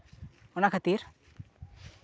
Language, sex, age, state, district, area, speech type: Santali, male, 18-30, West Bengal, Purba Bardhaman, rural, spontaneous